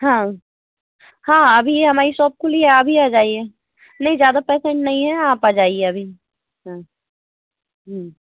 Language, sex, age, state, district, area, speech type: Hindi, female, 18-30, Madhya Pradesh, Hoshangabad, urban, conversation